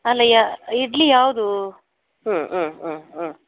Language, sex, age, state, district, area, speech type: Kannada, female, 30-45, Karnataka, Koppal, rural, conversation